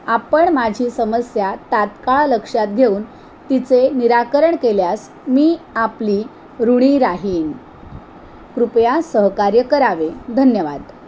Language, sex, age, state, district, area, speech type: Marathi, female, 45-60, Maharashtra, Thane, rural, spontaneous